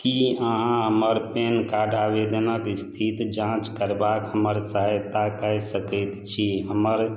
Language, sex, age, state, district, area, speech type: Maithili, male, 60+, Bihar, Madhubani, rural, read